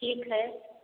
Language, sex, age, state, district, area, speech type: Maithili, female, 18-30, Bihar, Samastipur, urban, conversation